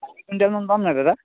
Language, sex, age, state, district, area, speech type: Assamese, male, 18-30, Assam, Sivasagar, rural, conversation